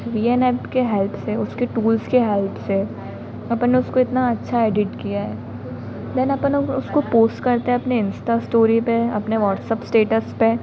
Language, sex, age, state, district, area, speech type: Hindi, female, 30-45, Madhya Pradesh, Harda, urban, spontaneous